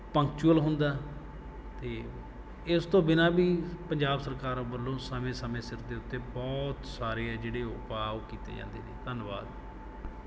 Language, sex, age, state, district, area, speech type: Punjabi, male, 30-45, Punjab, Bathinda, rural, spontaneous